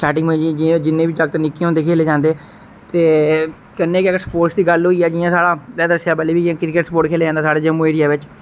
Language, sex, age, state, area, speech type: Dogri, male, 18-30, Jammu and Kashmir, rural, spontaneous